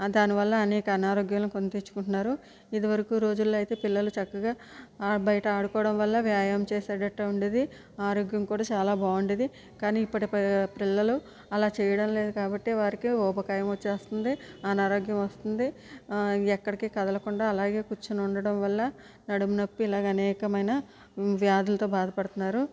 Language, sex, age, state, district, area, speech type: Telugu, female, 60+, Andhra Pradesh, West Godavari, rural, spontaneous